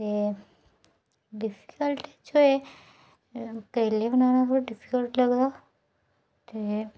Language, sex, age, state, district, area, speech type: Dogri, female, 18-30, Jammu and Kashmir, Udhampur, rural, spontaneous